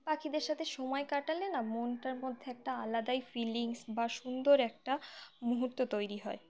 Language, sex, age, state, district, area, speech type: Bengali, female, 18-30, West Bengal, Birbhum, urban, spontaneous